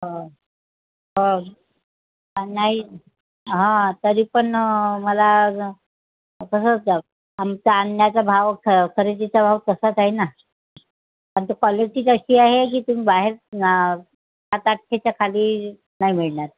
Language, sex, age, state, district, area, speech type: Marathi, female, 45-60, Maharashtra, Nagpur, urban, conversation